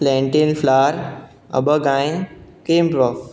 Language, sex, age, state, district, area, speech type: Goan Konkani, male, 18-30, Goa, Pernem, rural, spontaneous